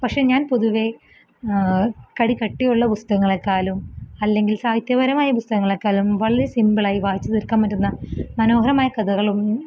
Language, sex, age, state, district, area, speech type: Malayalam, female, 18-30, Kerala, Ernakulam, rural, spontaneous